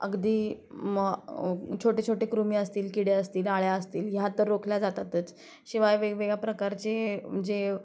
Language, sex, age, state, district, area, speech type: Marathi, female, 30-45, Maharashtra, Osmanabad, rural, spontaneous